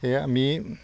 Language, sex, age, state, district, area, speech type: Assamese, male, 45-60, Assam, Udalguri, rural, spontaneous